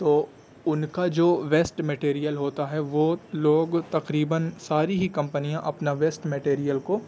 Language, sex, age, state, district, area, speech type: Urdu, male, 18-30, Delhi, South Delhi, urban, spontaneous